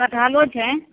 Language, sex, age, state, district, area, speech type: Maithili, female, 18-30, Bihar, Madhepura, rural, conversation